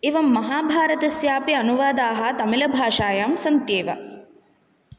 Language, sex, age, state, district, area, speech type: Sanskrit, female, 18-30, Tamil Nadu, Kanchipuram, urban, spontaneous